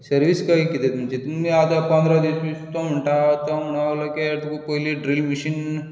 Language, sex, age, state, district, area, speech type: Goan Konkani, male, 45-60, Goa, Bardez, urban, spontaneous